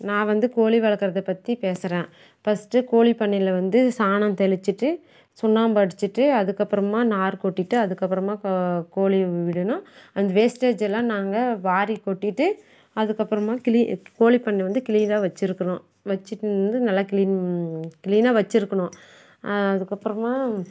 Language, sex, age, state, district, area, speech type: Tamil, female, 60+, Tamil Nadu, Krishnagiri, rural, spontaneous